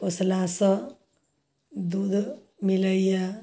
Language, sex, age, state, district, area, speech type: Maithili, female, 45-60, Bihar, Samastipur, rural, spontaneous